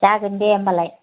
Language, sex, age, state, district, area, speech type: Bodo, female, 60+, Assam, Udalguri, rural, conversation